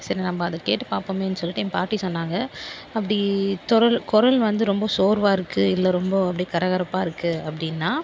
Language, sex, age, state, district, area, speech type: Tamil, female, 30-45, Tamil Nadu, Viluppuram, rural, spontaneous